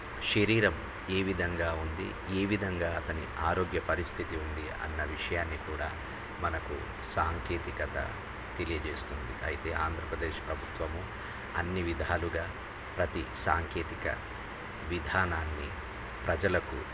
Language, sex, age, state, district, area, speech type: Telugu, male, 45-60, Andhra Pradesh, Nellore, urban, spontaneous